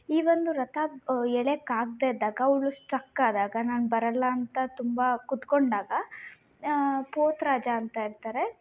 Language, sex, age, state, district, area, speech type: Kannada, female, 18-30, Karnataka, Shimoga, rural, spontaneous